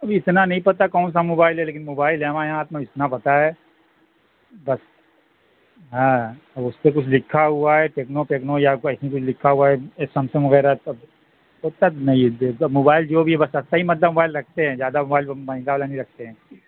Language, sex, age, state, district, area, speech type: Urdu, male, 45-60, Bihar, Saharsa, rural, conversation